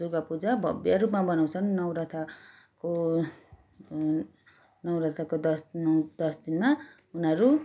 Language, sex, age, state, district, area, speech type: Nepali, female, 30-45, West Bengal, Darjeeling, rural, spontaneous